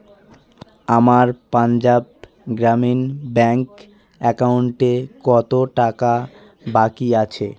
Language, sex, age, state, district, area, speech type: Bengali, male, 30-45, West Bengal, Hooghly, urban, read